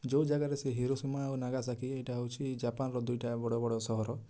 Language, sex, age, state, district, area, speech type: Odia, male, 18-30, Odisha, Kalahandi, rural, spontaneous